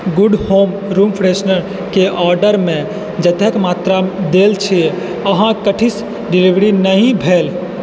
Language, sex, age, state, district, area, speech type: Maithili, male, 18-30, Bihar, Purnia, urban, read